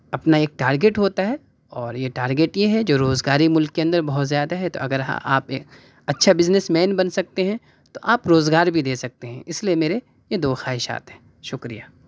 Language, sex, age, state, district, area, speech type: Urdu, male, 18-30, Delhi, South Delhi, urban, spontaneous